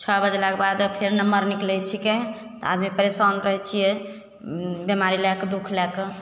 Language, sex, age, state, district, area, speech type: Maithili, female, 30-45, Bihar, Begusarai, rural, spontaneous